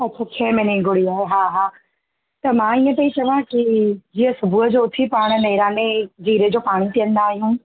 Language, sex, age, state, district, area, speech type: Sindhi, female, 30-45, Gujarat, Kutch, rural, conversation